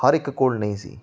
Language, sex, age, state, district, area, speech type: Punjabi, male, 30-45, Punjab, Mansa, rural, spontaneous